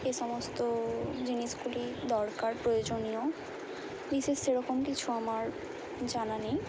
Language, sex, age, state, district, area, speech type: Bengali, female, 18-30, West Bengal, Hooghly, urban, spontaneous